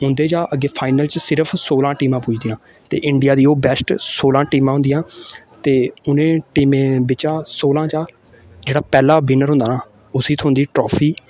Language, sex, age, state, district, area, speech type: Dogri, male, 18-30, Jammu and Kashmir, Samba, urban, spontaneous